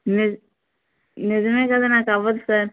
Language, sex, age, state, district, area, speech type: Telugu, female, 30-45, Andhra Pradesh, Vizianagaram, rural, conversation